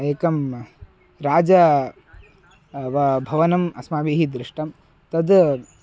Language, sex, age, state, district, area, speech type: Sanskrit, male, 18-30, Karnataka, Haveri, rural, spontaneous